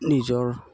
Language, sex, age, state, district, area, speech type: Assamese, male, 18-30, Assam, Tinsukia, rural, spontaneous